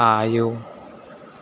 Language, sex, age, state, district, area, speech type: Bodo, male, 18-30, Assam, Chirang, rural, read